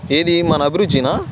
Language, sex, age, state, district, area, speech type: Telugu, male, 18-30, Andhra Pradesh, Bapatla, rural, spontaneous